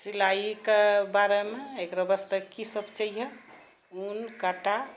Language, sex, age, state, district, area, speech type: Maithili, female, 45-60, Bihar, Purnia, rural, spontaneous